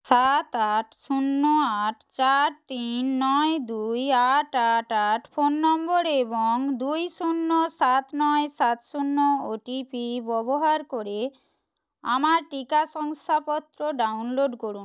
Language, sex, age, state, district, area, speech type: Bengali, female, 30-45, West Bengal, Purba Medinipur, rural, read